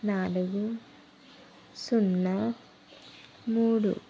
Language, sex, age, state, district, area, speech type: Telugu, female, 30-45, Telangana, Adilabad, rural, read